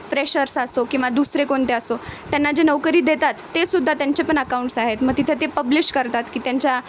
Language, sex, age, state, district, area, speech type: Marathi, female, 18-30, Maharashtra, Nanded, rural, spontaneous